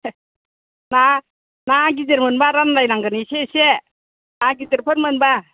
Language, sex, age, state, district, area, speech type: Bodo, female, 60+, Assam, Kokrajhar, rural, conversation